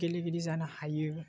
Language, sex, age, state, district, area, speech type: Bodo, male, 18-30, Assam, Baksa, rural, spontaneous